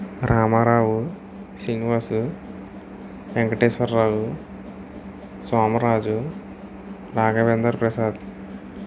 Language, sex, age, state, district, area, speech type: Telugu, male, 18-30, Andhra Pradesh, Kakinada, rural, spontaneous